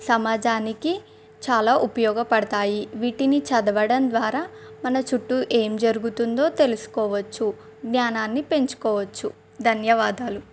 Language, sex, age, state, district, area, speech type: Telugu, female, 18-30, Telangana, Adilabad, rural, spontaneous